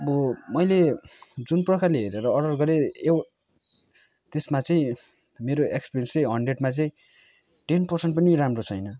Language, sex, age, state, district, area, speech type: Nepali, male, 18-30, West Bengal, Kalimpong, rural, spontaneous